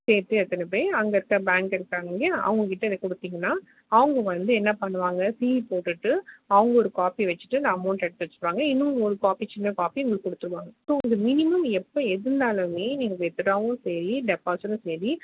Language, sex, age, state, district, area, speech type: Tamil, female, 30-45, Tamil Nadu, Chennai, urban, conversation